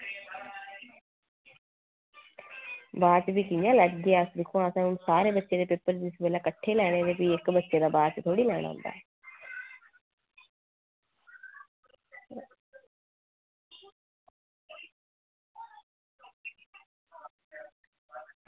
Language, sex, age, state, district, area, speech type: Dogri, female, 18-30, Jammu and Kashmir, Udhampur, rural, conversation